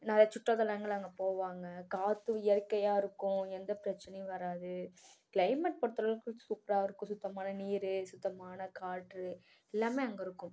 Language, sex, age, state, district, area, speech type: Tamil, female, 18-30, Tamil Nadu, Namakkal, rural, spontaneous